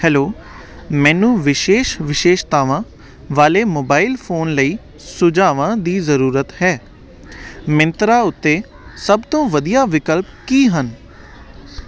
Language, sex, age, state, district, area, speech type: Punjabi, male, 18-30, Punjab, Hoshiarpur, urban, read